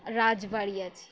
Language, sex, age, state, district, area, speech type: Bengali, female, 18-30, West Bengal, Uttar Dinajpur, urban, spontaneous